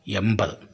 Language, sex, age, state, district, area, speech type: Malayalam, male, 60+, Kerala, Kollam, rural, spontaneous